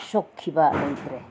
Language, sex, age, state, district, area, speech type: Manipuri, female, 45-60, Manipur, Senapati, rural, spontaneous